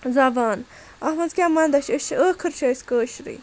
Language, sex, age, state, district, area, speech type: Kashmiri, female, 45-60, Jammu and Kashmir, Ganderbal, rural, spontaneous